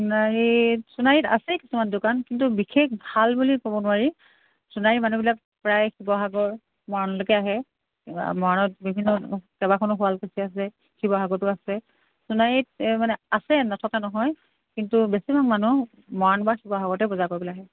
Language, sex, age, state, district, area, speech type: Assamese, female, 60+, Assam, Charaideo, urban, conversation